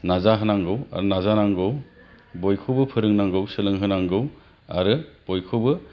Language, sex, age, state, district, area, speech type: Bodo, male, 30-45, Assam, Kokrajhar, rural, spontaneous